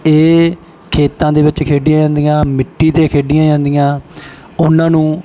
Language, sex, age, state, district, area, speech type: Punjabi, male, 18-30, Punjab, Bathinda, rural, spontaneous